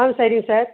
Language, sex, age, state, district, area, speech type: Tamil, female, 60+, Tamil Nadu, Nilgiris, rural, conversation